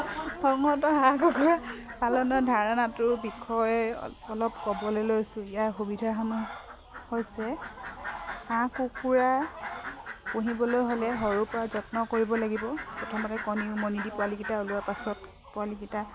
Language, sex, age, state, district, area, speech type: Assamese, female, 45-60, Assam, Dibrugarh, rural, spontaneous